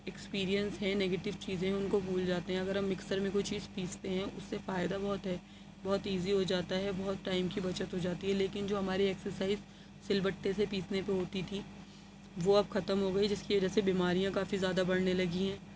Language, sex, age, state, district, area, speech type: Urdu, female, 30-45, Delhi, Central Delhi, urban, spontaneous